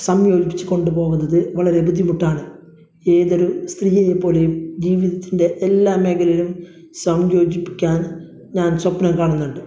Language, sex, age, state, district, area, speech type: Malayalam, male, 30-45, Kerala, Kasaragod, rural, spontaneous